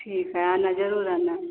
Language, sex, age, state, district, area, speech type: Hindi, female, 45-60, Uttar Pradesh, Ayodhya, rural, conversation